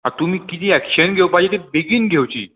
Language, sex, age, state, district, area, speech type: Goan Konkani, male, 18-30, Goa, Murmgao, rural, conversation